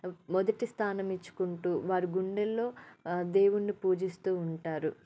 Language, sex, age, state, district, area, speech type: Telugu, female, 18-30, Telangana, Medak, rural, spontaneous